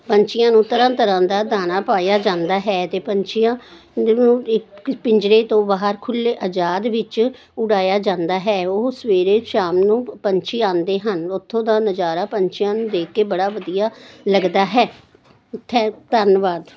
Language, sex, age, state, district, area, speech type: Punjabi, female, 60+, Punjab, Jalandhar, urban, spontaneous